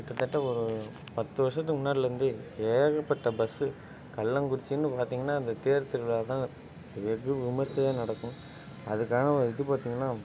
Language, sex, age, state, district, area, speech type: Tamil, male, 18-30, Tamil Nadu, Ariyalur, rural, spontaneous